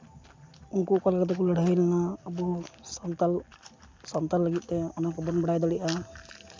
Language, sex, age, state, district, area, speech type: Santali, male, 18-30, West Bengal, Uttar Dinajpur, rural, spontaneous